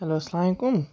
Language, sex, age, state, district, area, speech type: Kashmiri, male, 18-30, Jammu and Kashmir, Baramulla, rural, spontaneous